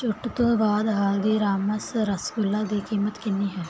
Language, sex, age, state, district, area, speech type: Punjabi, female, 18-30, Punjab, Barnala, rural, read